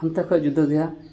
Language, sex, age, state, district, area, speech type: Santali, male, 30-45, West Bengal, Dakshin Dinajpur, rural, spontaneous